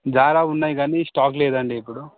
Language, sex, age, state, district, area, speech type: Telugu, male, 18-30, Telangana, Sangareddy, urban, conversation